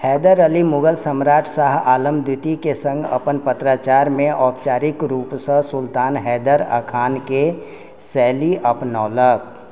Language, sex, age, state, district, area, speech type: Maithili, male, 60+, Bihar, Sitamarhi, rural, read